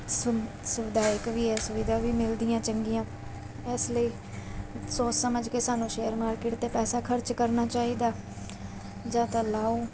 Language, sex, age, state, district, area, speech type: Punjabi, female, 30-45, Punjab, Mansa, urban, spontaneous